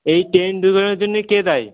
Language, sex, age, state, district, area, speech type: Bengali, male, 18-30, West Bengal, Howrah, urban, conversation